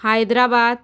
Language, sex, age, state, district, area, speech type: Bengali, female, 30-45, West Bengal, Howrah, urban, spontaneous